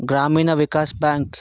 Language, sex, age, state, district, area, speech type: Telugu, male, 30-45, Andhra Pradesh, Vizianagaram, urban, spontaneous